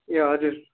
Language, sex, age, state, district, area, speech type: Nepali, male, 18-30, West Bengal, Darjeeling, rural, conversation